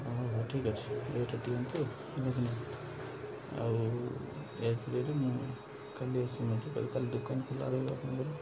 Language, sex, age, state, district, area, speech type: Odia, male, 45-60, Odisha, Koraput, urban, spontaneous